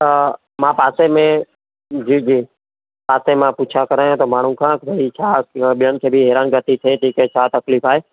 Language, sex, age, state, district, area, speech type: Sindhi, male, 30-45, Gujarat, Kutch, rural, conversation